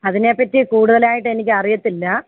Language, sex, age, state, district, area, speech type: Malayalam, female, 60+, Kerala, Kollam, rural, conversation